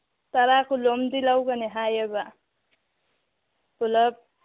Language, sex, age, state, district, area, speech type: Manipuri, female, 30-45, Manipur, Churachandpur, rural, conversation